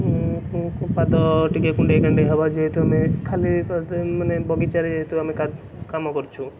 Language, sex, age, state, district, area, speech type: Odia, male, 18-30, Odisha, Cuttack, urban, spontaneous